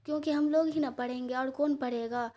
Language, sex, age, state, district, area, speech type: Urdu, female, 18-30, Bihar, Khagaria, rural, spontaneous